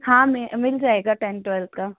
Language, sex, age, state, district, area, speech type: Hindi, female, 30-45, Madhya Pradesh, Ujjain, urban, conversation